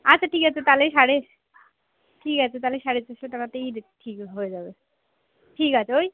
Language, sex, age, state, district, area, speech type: Bengali, female, 30-45, West Bengal, Darjeeling, rural, conversation